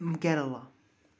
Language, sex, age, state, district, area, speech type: Kashmiri, male, 30-45, Jammu and Kashmir, Srinagar, urban, spontaneous